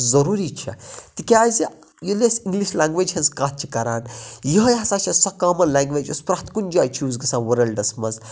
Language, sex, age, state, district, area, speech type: Kashmiri, male, 30-45, Jammu and Kashmir, Budgam, rural, spontaneous